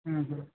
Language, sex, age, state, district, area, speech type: Bengali, male, 18-30, West Bengal, Nadia, rural, conversation